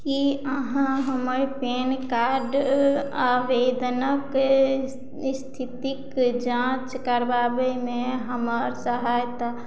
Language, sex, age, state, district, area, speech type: Maithili, female, 30-45, Bihar, Madhubani, rural, read